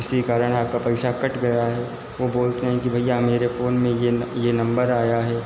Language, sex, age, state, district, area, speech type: Hindi, male, 30-45, Uttar Pradesh, Lucknow, rural, spontaneous